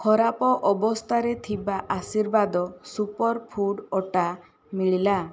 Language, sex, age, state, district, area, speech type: Odia, female, 18-30, Odisha, Kandhamal, rural, read